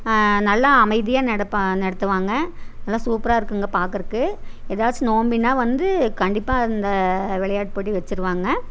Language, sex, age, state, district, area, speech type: Tamil, female, 30-45, Tamil Nadu, Coimbatore, rural, spontaneous